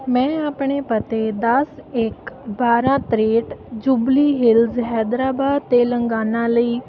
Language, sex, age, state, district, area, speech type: Punjabi, female, 18-30, Punjab, Ludhiana, rural, read